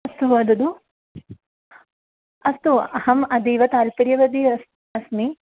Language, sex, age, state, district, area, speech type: Sanskrit, female, 18-30, Kerala, Thrissur, rural, conversation